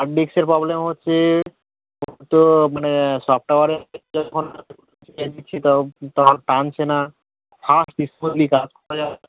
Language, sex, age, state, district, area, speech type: Bengali, male, 18-30, West Bengal, Birbhum, urban, conversation